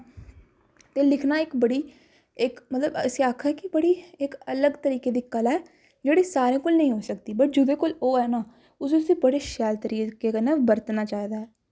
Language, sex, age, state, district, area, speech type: Dogri, female, 18-30, Jammu and Kashmir, Samba, urban, spontaneous